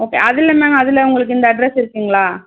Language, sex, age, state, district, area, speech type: Tamil, female, 18-30, Tamil Nadu, Tiruvarur, rural, conversation